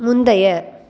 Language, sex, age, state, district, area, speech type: Tamil, female, 18-30, Tamil Nadu, Salem, urban, read